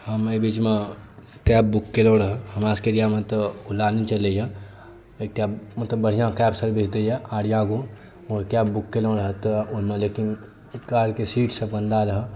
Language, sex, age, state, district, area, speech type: Maithili, male, 18-30, Bihar, Saharsa, rural, spontaneous